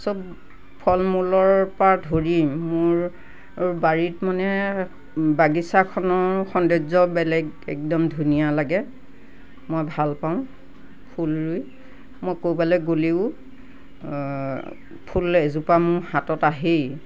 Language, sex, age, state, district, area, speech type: Assamese, female, 60+, Assam, Nagaon, rural, spontaneous